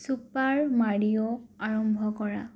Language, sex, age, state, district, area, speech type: Assamese, female, 18-30, Assam, Morigaon, rural, read